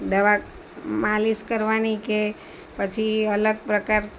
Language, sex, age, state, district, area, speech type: Gujarati, female, 45-60, Gujarat, Valsad, rural, spontaneous